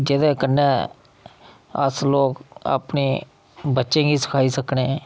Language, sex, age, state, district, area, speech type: Dogri, male, 30-45, Jammu and Kashmir, Udhampur, rural, spontaneous